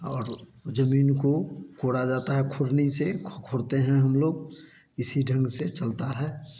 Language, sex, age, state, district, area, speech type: Hindi, male, 60+, Bihar, Samastipur, urban, spontaneous